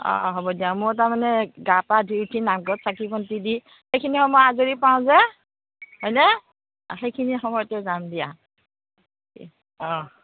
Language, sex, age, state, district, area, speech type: Assamese, female, 60+, Assam, Udalguri, rural, conversation